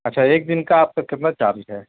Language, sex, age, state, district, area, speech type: Urdu, female, 18-30, Bihar, Gaya, urban, conversation